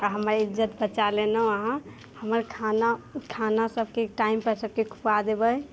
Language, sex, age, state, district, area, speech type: Maithili, female, 18-30, Bihar, Muzaffarpur, rural, spontaneous